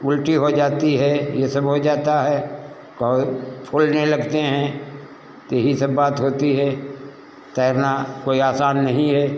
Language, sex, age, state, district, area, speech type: Hindi, male, 60+, Uttar Pradesh, Lucknow, rural, spontaneous